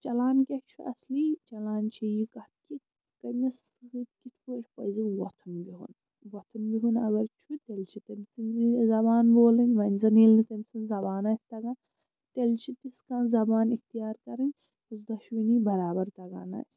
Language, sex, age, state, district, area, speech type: Kashmiri, female, 45-60, Jammu and Kashmir, Srinagar, urban, spontaneous